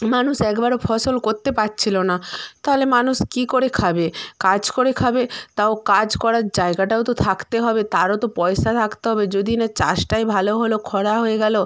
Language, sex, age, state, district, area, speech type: Bengali, female, 45-60, West Bengal, Nadia, rural, spontaneous